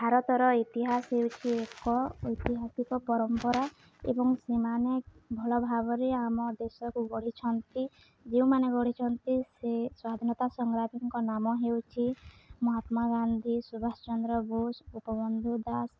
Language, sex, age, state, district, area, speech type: Odia, female, 18-30, Odisha, Balangir, urban, spontaneous